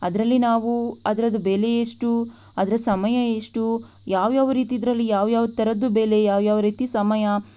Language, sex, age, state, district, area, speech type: Kannada, female, 18-30, Karnataka, Shimoga, rural, spontaneous